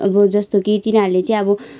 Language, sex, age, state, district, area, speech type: Nepali, female, 18-30, West Bengal, Kalimpong, rural, spontaneous